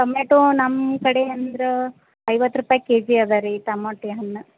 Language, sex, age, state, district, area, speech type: Kannada, female, 30-45, Karnataka, Gadag, rural, conversation